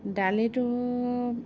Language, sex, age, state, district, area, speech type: Assamese, female, 45-60, Assam, Dhemaji, rural, spontaneous